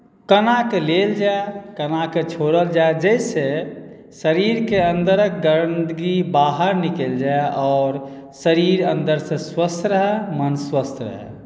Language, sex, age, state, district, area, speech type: Maithili, male, 30-45, Bihar, Madhubani, rural, spontaneous